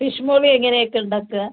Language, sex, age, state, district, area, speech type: Malayalam, female, 60+, Kerala, Palakkad, rural, conversation